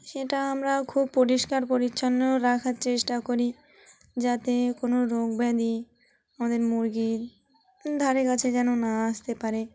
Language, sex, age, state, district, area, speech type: Bengali, female, 30-45, West Bengal, Dakshin Dinajpur, urban, spontaneous